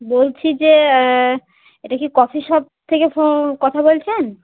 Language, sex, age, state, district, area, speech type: Bengali, female, 18-30, West Bengal, Murshidabad, urban, conversation